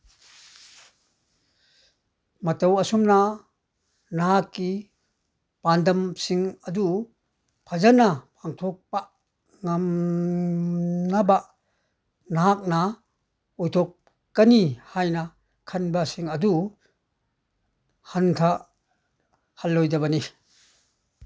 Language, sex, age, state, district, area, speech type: Manipuri, male, 60+, Manipur, Churachandpur, rural, read